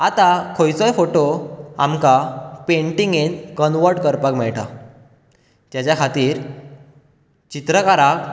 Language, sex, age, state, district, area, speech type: Goan Konkani, male, 18-30, Goa, Bardez, urban, spontaneous